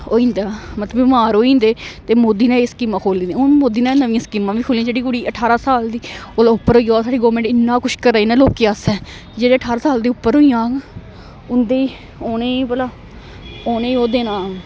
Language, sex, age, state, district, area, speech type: Dogri, female, 18-30, Jammu and Kashmir, Samba, rural, spontaneous